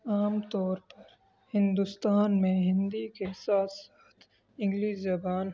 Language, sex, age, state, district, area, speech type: Urdu, male, 18-30, Delhi, East Delhi, urban, spontaneous